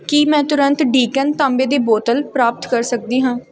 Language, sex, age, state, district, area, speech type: Punjabi, female, 18-30, Punjab, Gurdaspur, urban, read